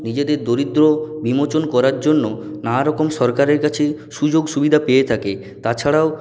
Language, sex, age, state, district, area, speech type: Bengali, male, 45-60, West Bengal, Purulia, urban, spontaneous